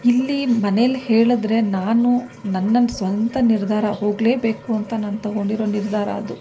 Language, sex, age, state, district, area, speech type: Kannada, female, 45-60, Karnataka, Mysore, rural, spontaneous